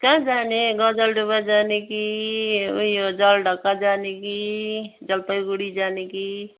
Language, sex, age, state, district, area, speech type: Nepali, female, 60+, West Bengal, Jalpaiguri, urban, conversation